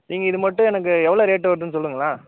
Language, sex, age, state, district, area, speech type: Tamil, male, 18-30, Tamil Nadu, Nagapattinam, rural, conversation